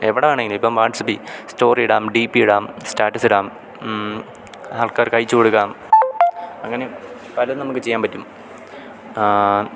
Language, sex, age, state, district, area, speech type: Malayalam, male, 18-30, Kerala, Idukki, rural, spontaneous